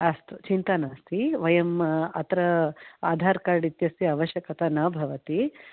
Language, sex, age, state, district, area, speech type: Sanskrit, female, 45-60, Karnataka, Bangalore Urban, urban, conversation